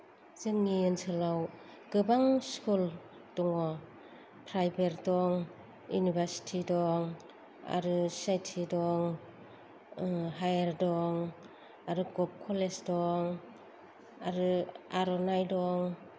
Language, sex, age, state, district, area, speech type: Bodo, female, 45-60, Assam, Kokrajhar, rural, spontaneous